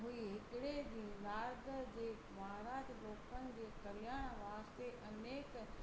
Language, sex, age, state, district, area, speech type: Sindhi, female, 60+, Gujarat, Surat, urban, spontaneous